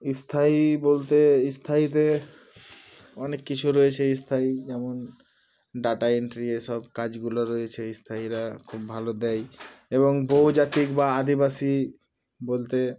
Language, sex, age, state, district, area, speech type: Bengali, male, 18-30, West Bengal, Murshidabad, urban, spontaneous